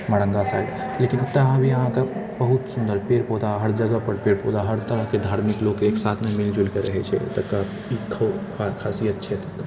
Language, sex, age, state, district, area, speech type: Maithili, male, 60+, Bihar, Purnia, rural, spontaneous